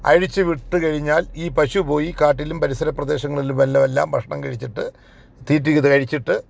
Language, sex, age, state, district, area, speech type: Malayalam, male, 45-60, Kerala, Kollam, rural, spontaneous